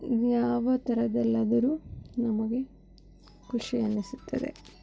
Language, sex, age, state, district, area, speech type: Kannada, female, 30-45, Karnataka, Bangalore Urban, rural, spontaneous